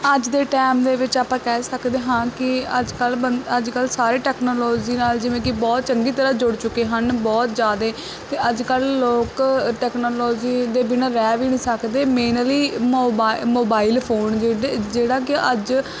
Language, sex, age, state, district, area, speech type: Punjabi, female, 18-30, Punjab, Barnala, urban, spontaneous